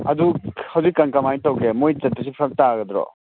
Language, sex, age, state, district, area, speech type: Manipuri, male, 30-45, Manipur, Ukhrul, urban, conversation